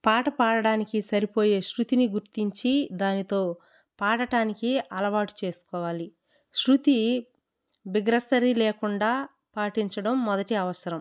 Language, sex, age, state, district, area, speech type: Telugu, female, 30-45, Andhra Pradesh, Kadapa, rural, spontaneous